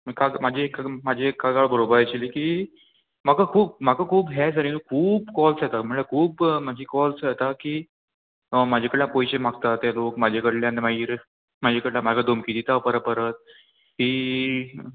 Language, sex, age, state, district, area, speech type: Goan Konkani, male, 18-30, Goa, Murmgao, rural, conversation